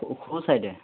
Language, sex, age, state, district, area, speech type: Assamese, male, 30-45, Assam, Sonitpur, rural, conversation